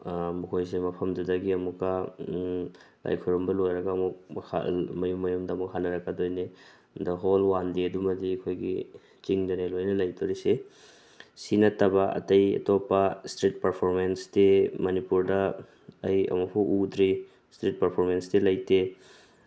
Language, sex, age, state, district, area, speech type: Manipuri, male, 30-45, Manipur, Tengnoupal, rural, spontaneous